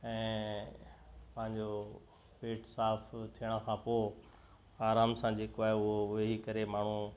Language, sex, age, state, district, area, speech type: Sindhi, male, 60+, Gujarat, Kutch, urban, spontaneous